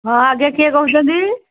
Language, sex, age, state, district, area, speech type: Odia, female, 60+, Odisha, Jharsuguda, rural, conversation